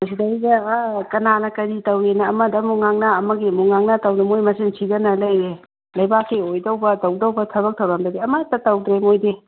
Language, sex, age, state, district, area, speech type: Manipuri, female, 30-45, Manipur, Kangpokpi, urban, conversation